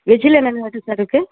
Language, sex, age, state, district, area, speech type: Tamil, female, 30-45, Tamil Nadu, Nagapattinam, rural, conversation